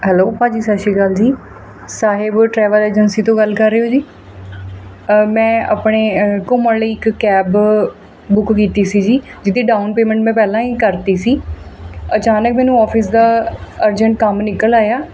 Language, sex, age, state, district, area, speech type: Punjabi, female, 30-45, Punjab, Mohali, rural, spontaneous